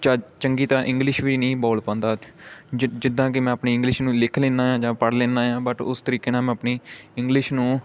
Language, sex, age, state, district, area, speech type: Punjabi, male, 18-30, Punjab, Amritsar, urban, spontaneous